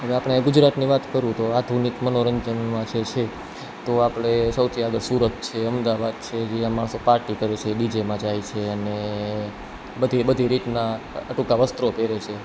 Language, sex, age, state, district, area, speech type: Gujarati, male, 18-30, Gujarat, Rajkot, urban, spontaneous